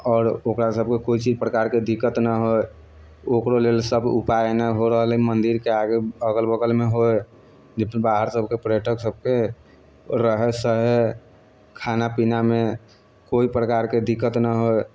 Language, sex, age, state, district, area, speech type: Maithili, male, 45-60, Bihar, Sitamarhi, rural, spontaneous